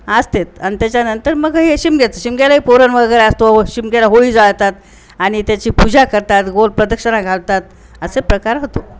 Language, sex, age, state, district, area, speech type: Marathi, female, 60+, Maharashtra, Nanded, rural, spontaneous